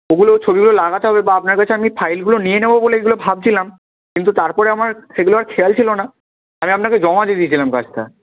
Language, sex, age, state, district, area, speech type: Bengali, male, 18-30, West Bengal, Purba Medinipur, rural, conversation